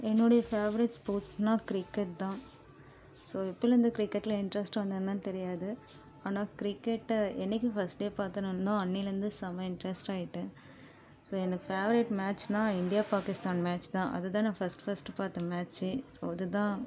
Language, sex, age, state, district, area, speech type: Tamil, female, 45-60, Tamil Nadu, Ariyalur, rural, spontaneous